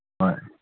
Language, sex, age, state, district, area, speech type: Manipuri, male, 30-45, Manipur, Kangpokpi, urban, conversation